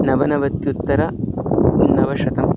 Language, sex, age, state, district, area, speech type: Sanskrit, male, 30-45, Karnataka, Bangalore Urban, urban, spontaneous